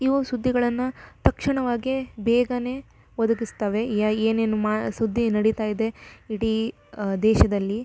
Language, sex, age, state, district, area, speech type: Kannada, female, 18-30, Karnataka, Shimoga, rural, spontaneous